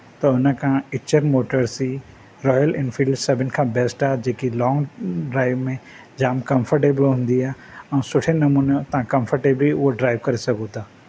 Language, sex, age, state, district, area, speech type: Sindhi, male, 45-60, Maharashtra, Thane, urban, spontaneous